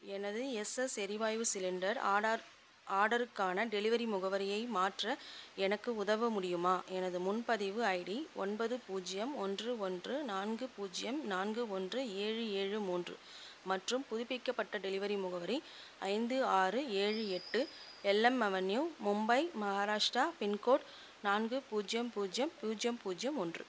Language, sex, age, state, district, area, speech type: Tamil, female, 45-60, Tamil Nadu, Chengalpattu, rural, read